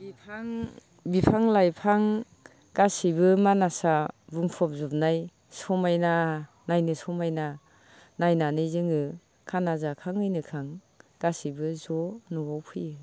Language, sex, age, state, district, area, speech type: Bodo, female, 45-60, Assam, Baksa, rural, spontaneous